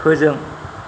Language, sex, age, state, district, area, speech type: Bodo, male, 45-60, Assam, Kokrajhar, rural, read